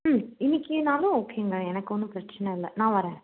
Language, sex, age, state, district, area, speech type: Tamil, female, 18-30, Tamil Nadu, Salem, urban, conversation